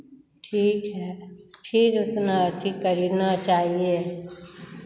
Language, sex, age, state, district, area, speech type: Hindi, female, 45-60, Bihar, Begusarai, rural, spontaneous